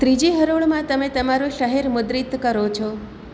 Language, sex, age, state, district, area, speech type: Gujarati, female, 45-60, Gujarat, Surat, rural, read